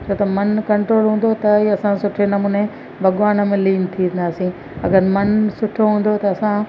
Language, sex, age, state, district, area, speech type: Sindhi, female, 45-60, Gujarat, Kutch, rural, spontaneous